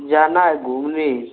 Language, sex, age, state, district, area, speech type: Hindi, male, 18-30, Uttar Pradesh, Ghazipur, rural, conversation